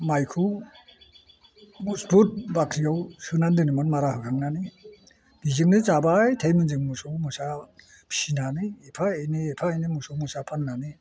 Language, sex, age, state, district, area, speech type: Bodo, male, 60+, Assam, Chirang, rural, spontaneous